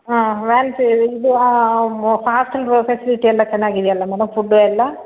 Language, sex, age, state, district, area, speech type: Kannada, female, 30-45, Karnataka, Bangalore Rural, urban, conversation